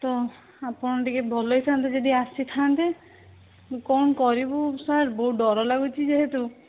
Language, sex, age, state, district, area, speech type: Odia, female, 30-45, Odisha, Bhadrak, rural, conversation